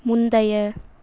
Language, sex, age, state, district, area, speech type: Tamil, female, 18-30, Tamil Nadu, Erode, rural, read